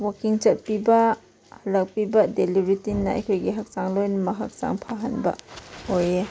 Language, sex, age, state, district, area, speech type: Manipuri, female, 30-45, Manipur, Chandel, rural, spontaneous